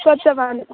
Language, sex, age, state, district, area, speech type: Assamese, female, 18-30, Assam, Charaideo, urban, conversation